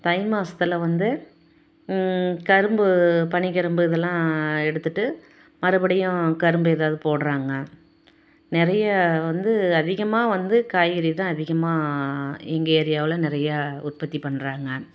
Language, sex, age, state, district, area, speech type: Tamil, female, 30-45, Tamil Nadu, Salem, rural, spontaneous